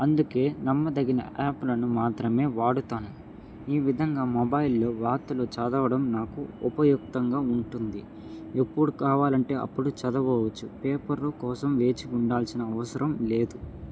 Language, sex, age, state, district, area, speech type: Telugu, male, 18-30, Andhra Pradesh, Nandyal, urban, spontaneous